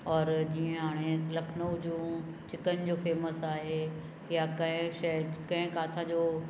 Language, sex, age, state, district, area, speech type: Sindhi, female, 60+, Uttar Pradesh, Lucknow, rural, spontaneous